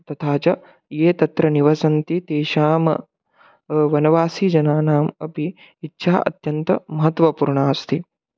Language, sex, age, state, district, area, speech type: Sanskrit, male, 18-30, Maharashtra, Satara, rural, spontaneous